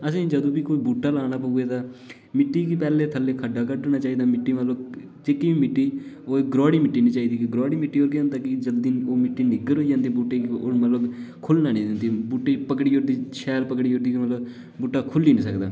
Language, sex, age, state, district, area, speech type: Dogri, male, 18-30, Jammu and Kashmir, Udhampur, rural, spontaneous